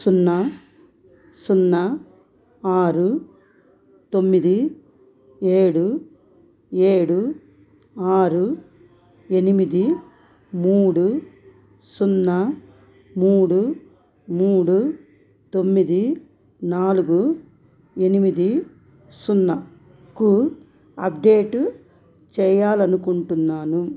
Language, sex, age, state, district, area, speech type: Telugu, female, 45-60, Andhra Pradesh, Krishna, rural, read